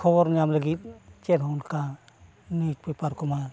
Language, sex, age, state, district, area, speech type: Santali, male, 45-60, Odisha, Mayurbhanj, rural, spontaneous